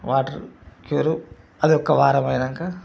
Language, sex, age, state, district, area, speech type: Telugu, male, 45-60, Telangana, Mancherial, rural, spontaneous